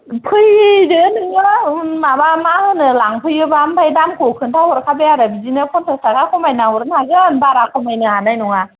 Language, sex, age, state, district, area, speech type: Bodo, female, 45-60, Assam, Kokrajhar, urban, conversation